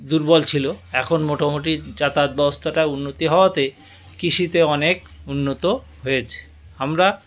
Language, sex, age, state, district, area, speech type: Bengali, male, 60+, West Bengal, South 24 Parganas, rural, spontaneous